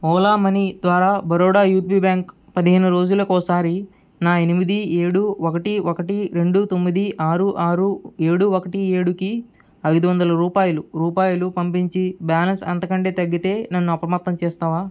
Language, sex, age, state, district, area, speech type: Telugu, male, 18-30, Andhra Pradesh, Vizianagaram, rural, read